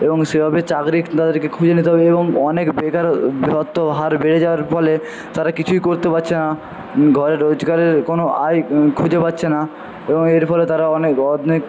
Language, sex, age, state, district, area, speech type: Bengali, male, 45-60, West Bengal, Paschim Medinipur, rural, spontaneous